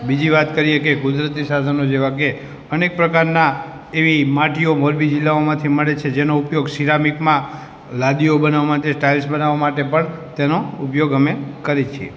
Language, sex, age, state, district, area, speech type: Gujarati, male, 18-30, Gujarat, Morbi, urban, spontaneous